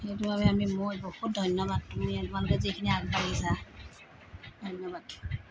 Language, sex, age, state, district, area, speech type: Assamese, female, 45-60, Assam, Tinsukia, rural, spontaneous